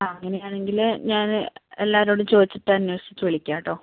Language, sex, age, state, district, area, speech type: Malayalam, female, 18-30, Kerala, Wayanad, rural, conversation